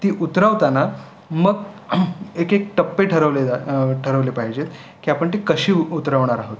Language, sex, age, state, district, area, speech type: Marathi, male, 18-30, Maharashtra, Raigad, rural, spontaneous